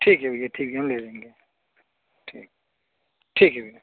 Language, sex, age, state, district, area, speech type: Hindi, male, 30-45, Uttar Pradesh, Mirzapur, rural, conversation